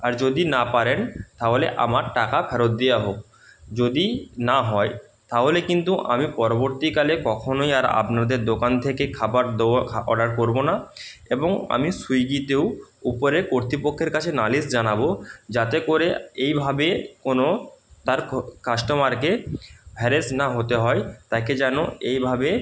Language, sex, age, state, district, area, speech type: Bengali, male, 30-45, West Bengal, Purba Medinipur, rural, spontaneous